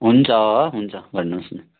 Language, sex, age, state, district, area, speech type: Nepali, male, 45-60, West Bengal, Kalimpong, rural, conversation